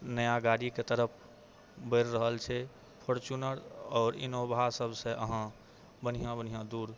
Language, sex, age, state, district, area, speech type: Maithili, male, 60+, Bihar, Purnia, urban, spontaneous